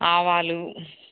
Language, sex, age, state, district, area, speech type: Telugu, female, 45-60, Andhra Pradesh, Nellore, rural, conversation